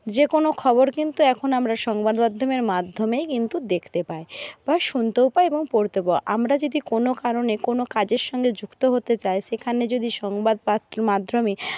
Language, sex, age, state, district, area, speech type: Bengali, female, 60+, West Bengal, Paschim Medinipur, rural, spontaneous